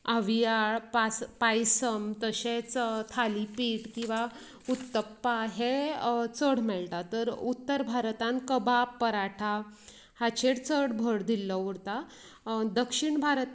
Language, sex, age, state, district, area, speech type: Goan Konkani, female, 30-45, Goa, Canacona, rural, spontaneous